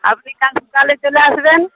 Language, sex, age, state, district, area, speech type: Bengali, female, 30-45, West Bengal, Uttar Dinajpur, rural, conversation